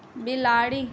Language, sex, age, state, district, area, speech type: Maithili, female, 18-30, Bihar, Saharsa, urban, read